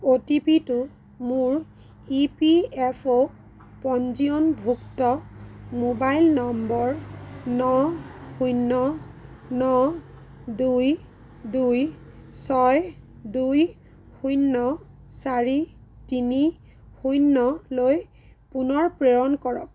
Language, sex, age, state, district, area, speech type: Assamese, female, 30-45, Assam, Lakhimpur, rural, read